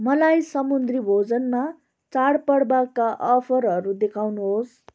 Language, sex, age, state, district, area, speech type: Nepali, female, 30-45, West Bengal, Darjeeling, rural, read